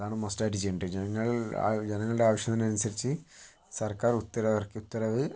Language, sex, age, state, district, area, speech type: Malayalam, male, 18-30, Kerala, Kozhikode, urban, spontaneous